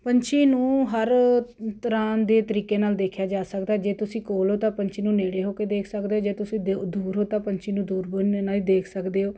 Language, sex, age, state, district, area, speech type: Punjabi, female, 45-60, Punjab, Ludhiana, urban, spontaneous